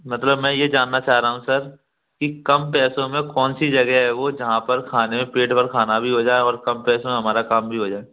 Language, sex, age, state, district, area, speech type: Hindi, female, 18-30, Madhya Pradesh, Gwalior, urban, conversation